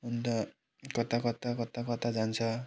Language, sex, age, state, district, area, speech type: Nepali, male, 18-30, West Bengal, Kalimpong, rural, spontaneous